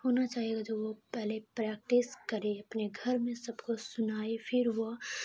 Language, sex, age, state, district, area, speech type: Urdu, female, 18-30, Bihar, Khagaria, rural, spontaneous